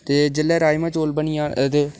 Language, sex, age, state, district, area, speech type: Dogri, male, 18-30, Jammu and Kashmir, Udhampur, urban, spontaneous